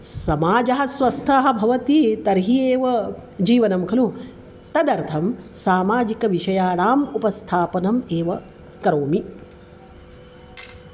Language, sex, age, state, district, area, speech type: Sanskrit, female, 45-60, Maharashtra, Nagpur, urban, spontaneous